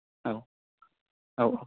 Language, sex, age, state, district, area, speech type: Bodo, male, 18-30, Assam, Chirang, urban, conversation